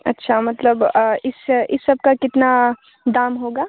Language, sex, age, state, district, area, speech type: Hindi, female, 18-30, Bihar, Muzaffarpur, rural, conversation